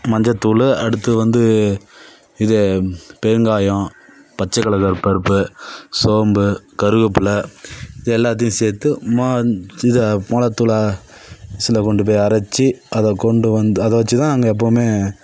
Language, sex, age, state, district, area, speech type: Tamil, male, 30-45, Tamil Nadu, Kallakurichi, urban, spontaneous